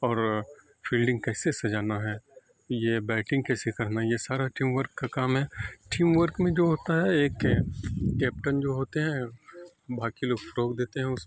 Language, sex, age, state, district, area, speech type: Urdu, male, 18-30, Bihar, Saharsa, rural, spontaneous